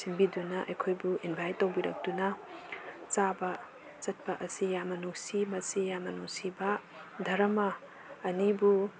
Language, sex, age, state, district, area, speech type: Manipuri, female, 30-45, Manipur, Imphal East, rural, spontaneous